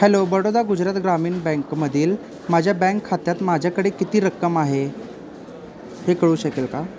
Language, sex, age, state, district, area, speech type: Marathi, male, 18-30, Maharashtra, Sangli, urban, read